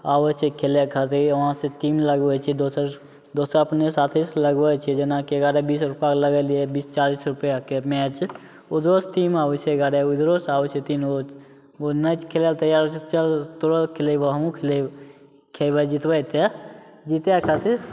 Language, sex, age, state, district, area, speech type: Maithili, male, 18-30, Bihar, Begusarai, urban, spontaneous